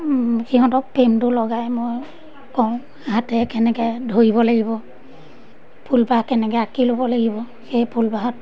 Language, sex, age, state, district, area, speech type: Assamese, female, 30-45, Assam, Majuli, urban, spontaneous